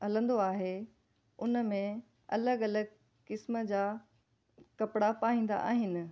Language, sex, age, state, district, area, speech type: Sindhi, female, 30-45, Rajasthan, Ajmer, urban, spontaneous